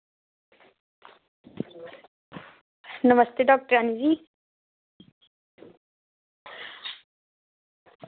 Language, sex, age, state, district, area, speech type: Dogri, female, 18-30, Jammu and Kashmir, Samba, rural, conversation